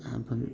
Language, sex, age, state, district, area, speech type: Malayalam, male, 18-30, Kerala, Idukki, rural, spontaneous